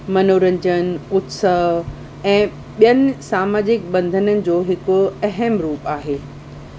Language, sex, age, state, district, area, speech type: Sindhi, female, 30-45, Uttar Pradesh, Lucknow, urban, spontaneous